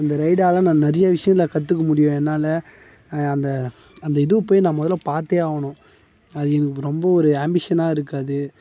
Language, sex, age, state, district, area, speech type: Tamil, male, 18-30, Tamil Nadu, Tiruvannamalai, rural, spontaneous